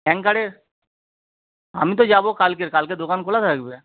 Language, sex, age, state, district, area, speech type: Bengali, male, 30-45, West Bengal, Howrah, urban, conversation